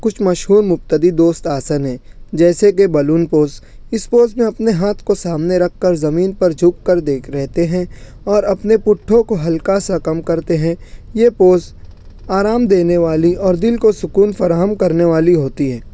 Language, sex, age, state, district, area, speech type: Urdu, male, 60+, Maharashtra, Nashik, rural, spontaneous